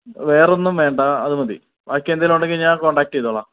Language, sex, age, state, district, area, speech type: Malayalam, male, 18-30, Kerala, Idukki, rural, conversation